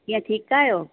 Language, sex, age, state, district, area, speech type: Sindhi, female, 45-60, Gujarat, Surat, urban, conversation